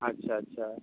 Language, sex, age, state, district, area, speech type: Hindi, male, 30-45, Uttar Pradesh, Mau, urban, conversation